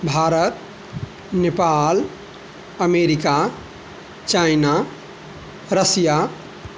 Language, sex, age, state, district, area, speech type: Maithili, male, 30-45, Bihar, Madhubani, rural, spontaneous